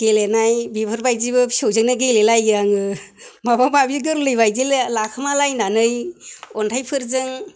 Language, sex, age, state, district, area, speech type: Bodo, female, 45-60, Assam, Chirang, rural, spontaneous